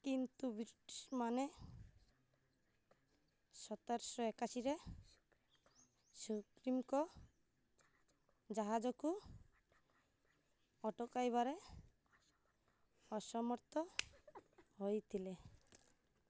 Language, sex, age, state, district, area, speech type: Odia, female, 30-45, Odisha, Malkangiri, urban, read